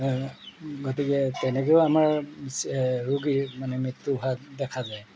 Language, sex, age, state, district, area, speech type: Assamese, male, 45-60, Assam, Golaghat, urban, spontaneous